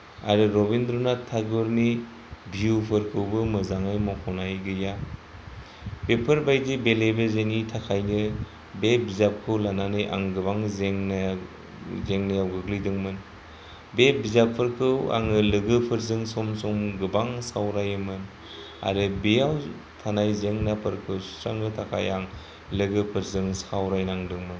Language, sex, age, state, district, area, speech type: Bodo, male, 30-45, Assam, Kokrajhar, rural, spontaneous